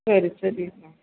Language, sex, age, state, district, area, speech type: Tamil, female, 45-60, Tamil Nadu, Tiruvannamalai, urban, conversation